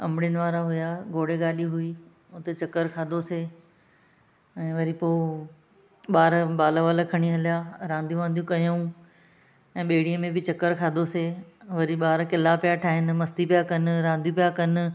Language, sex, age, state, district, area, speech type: Sindhi, other, 60+, Maharashtra, Thane, urban, spontaneous